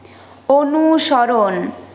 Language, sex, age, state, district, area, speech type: Bengali, female, 60+, West Bengal, Paschim Bardhaman, urban, read